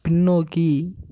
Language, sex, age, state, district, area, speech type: Tamil, male, 18-30, Tamil Nadu, Namakkal, rural, read